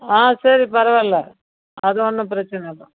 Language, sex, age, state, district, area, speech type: Tamil, female, 60+, Tamil Nadu, Viluppuram, rural, conversation